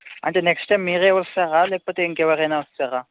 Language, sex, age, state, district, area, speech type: Telugu, male, 18-30, Telangana, Medchal, urban, conversation